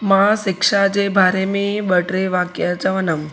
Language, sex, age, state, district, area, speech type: Sindhi, female, 18-30, Gujarat, Surat, urban, spontaneous